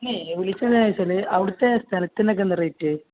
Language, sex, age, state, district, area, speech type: Malayalam, male, 30-45, Kerala, Malappuram, rural, conversation